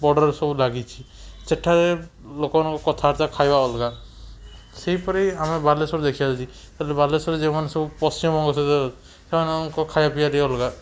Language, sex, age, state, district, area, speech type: Odia, male, 18-30, Odisha, Cuttack, urban, spontaneous